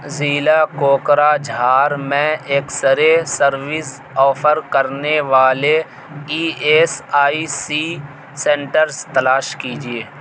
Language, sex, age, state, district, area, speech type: Urdu, male, 18-30, Delhi, South Delhi, urban, read